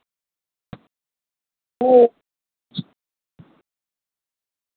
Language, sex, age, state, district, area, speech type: Dogri, female, 60+, Jammu and Kashmir, Udhampur, rural, conversation